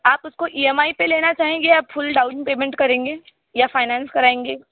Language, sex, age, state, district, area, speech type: Hindi, female, 18-30, Uttar Pradesh, Sonbhadra, rural, conversation